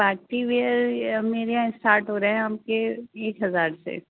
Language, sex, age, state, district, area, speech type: Urdu, female, 30-45, Uttar Pradesh, Rampur, urban, conversation